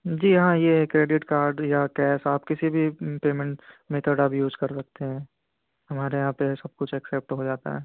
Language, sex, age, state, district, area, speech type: Urdu, male, 18-30, Uttar Pradesh, Ghaziabad, urban, conversation